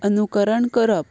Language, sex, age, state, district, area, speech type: Goan Konkani, female, 18-30, Goa, Ponda, rural, read